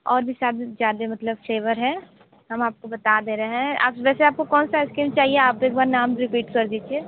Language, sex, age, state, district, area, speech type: Hindi, female, 18-30, Uttar Pradesh, Sonbhadra, rural, conversation